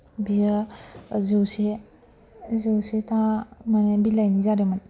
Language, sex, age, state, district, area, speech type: Bodo, female, 18-30, Assam, Baksa, rural, spontaneous